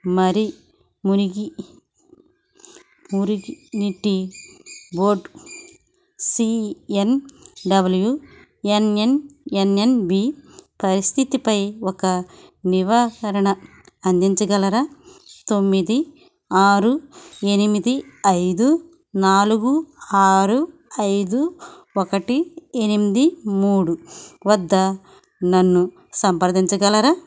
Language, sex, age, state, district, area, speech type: Telugu, female, 45-60, Andhra Pradesh, Krishna, rural, read